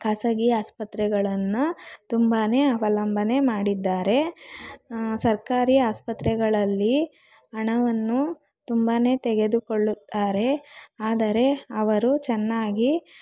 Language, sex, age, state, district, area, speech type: Kannada, female, 45-60, Karnataka, Bangalore Rural, rural, spontaneous